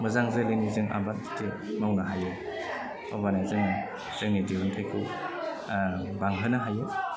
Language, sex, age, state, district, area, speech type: Bodo, male, 30-45, Assam, Udalguri, urban, spontaneous